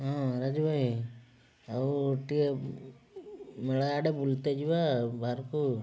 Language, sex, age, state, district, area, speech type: Odia, male, 30-45, Odisha, Mayurbhanj, rural, spontaneous